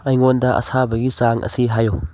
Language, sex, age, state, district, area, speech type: Manipuri, male, 18-30, Manipur, Churachandpur, rural, read